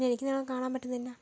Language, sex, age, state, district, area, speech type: Malayalam, female, 30-45, Kerala, Kozhikode, urban, spontaneous